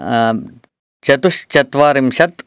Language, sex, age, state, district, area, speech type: Sanskrit, male, 30-45, Karnataka, Chikkaballapur, urban, spontaneous